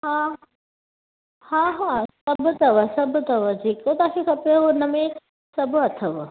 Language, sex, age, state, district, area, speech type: Sindhi, female, 30-45, Maharashtra, Thane, urban, conversation